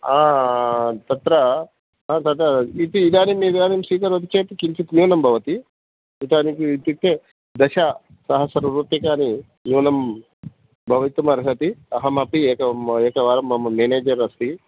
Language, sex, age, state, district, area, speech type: Sanskrit, male, 30-45, Telangana, Hyderabad, urban, conversation